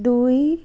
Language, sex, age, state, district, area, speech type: Assamese, female, 18-30, Assam, Nagaon, rural, spontaneous